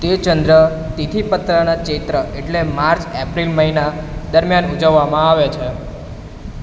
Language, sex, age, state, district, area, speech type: Gujarati, male, 18-30, Gujarat, Valsad, rural, read